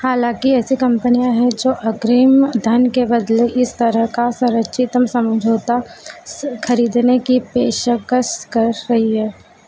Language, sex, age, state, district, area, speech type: Hindi, female, 18-30, Madhya Pradesh, Harda, urban, read